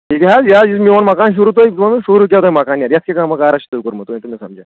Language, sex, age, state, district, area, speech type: Kashmiri, male, 30-45, Jammu and Kashmir, Kulgam, urban, conversation